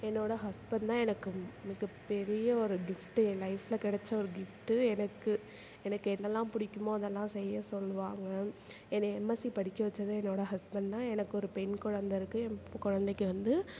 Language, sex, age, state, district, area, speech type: Tamil, female, 45-60, Tamil Nadu, Perambalur, urban, spontaneous